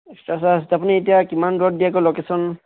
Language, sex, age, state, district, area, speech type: Assamese, male, 18-30, Assam, Tinsukia, urban, conversation